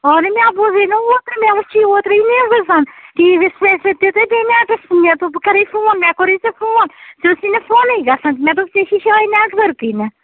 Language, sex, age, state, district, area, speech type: Kashmiri, female, 30-45, Jammu and Kashmir, Ganderbal, rural, conversation